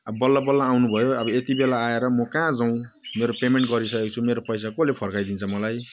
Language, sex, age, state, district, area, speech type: Nepali, male, 30-45, West Bengal, Jalpaiguri, urban, spontaneous